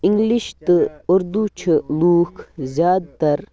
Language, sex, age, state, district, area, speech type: Kashmiri, male, 18-30, Jammu and Kashmir, Baramulla, rural, spontaneous